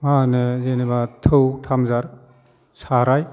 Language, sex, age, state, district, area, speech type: Bodo, male, 45-60, Assam, Kokrajhar, urban, spontaneous